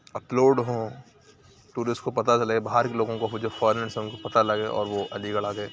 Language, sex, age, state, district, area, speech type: Urdu, male, 30-45, Uttar Pradesh, Aligarh, rural, spontaneous